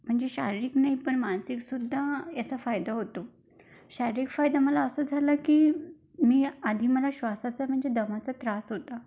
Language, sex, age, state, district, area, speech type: Marathi, female, 18-30, Maharashtra, Amravati, rural, spontaneous